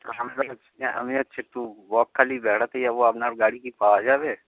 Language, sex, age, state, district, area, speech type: Bengali, male, 45-60, West Bengal, Hooghly, rural, conversation